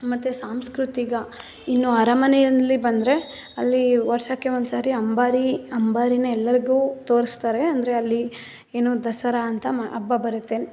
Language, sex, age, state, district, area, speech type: Kannada, female, 18-30, Karnataka, Mysore, rural, spontaneous